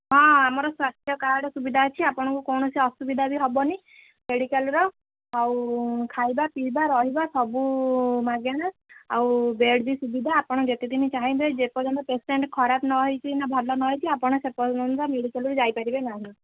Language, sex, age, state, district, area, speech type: Odia, female, 30-45, Odisha, Sambalpur, rural, conversation